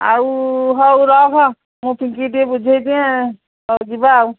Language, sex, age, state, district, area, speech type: Odia, female, 60+, Odisha, Angul, rural, conversation